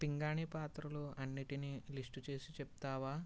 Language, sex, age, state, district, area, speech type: Telugu, male, 30-45, Andhra Pradesh, East Godavari, rural, read